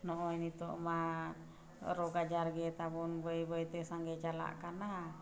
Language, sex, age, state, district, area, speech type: Santali, female, 45-60, Jharkhand, Bokaro, rural, spontaneous